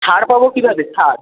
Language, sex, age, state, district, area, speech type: Bengali, male, 18-30, West Bengal, Uttar Dinajpur, urban, conversation